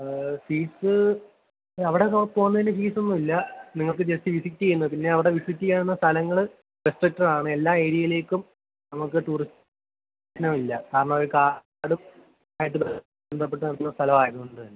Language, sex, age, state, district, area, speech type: Malayalam, male, 18-30, Kerala, Kottayam, rural, conversation